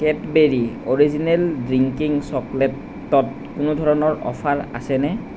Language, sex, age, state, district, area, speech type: Assamese, male, 30-45, Assam, Nalbari, rural, read